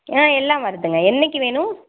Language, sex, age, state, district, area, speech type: Tamil, female, 45-60, Tamil Nadu, Thanjavur, rural, conversation